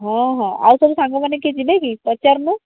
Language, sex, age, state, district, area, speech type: Odia, female, 30-45, Odisha, Cuttack, urban, conversation